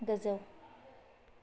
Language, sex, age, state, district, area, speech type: Bodo, female, 30-45, Assam, Kokrajhar, rural, read